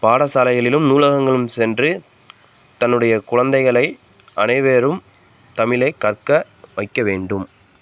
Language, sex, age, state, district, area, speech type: Tamil, male, 18-30, Tamil Nadu, Tenkasi, rural, spontaneous